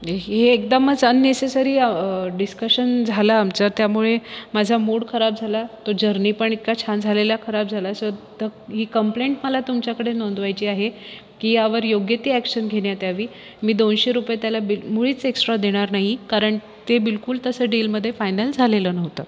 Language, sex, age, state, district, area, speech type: Marathi, female, 30-45, Maharashtra, Buldhana, urban, spontaneous